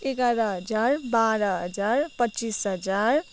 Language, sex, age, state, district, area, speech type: Nepali, female, 18-30, West Bengal, Kalimpong, rural, spontaneous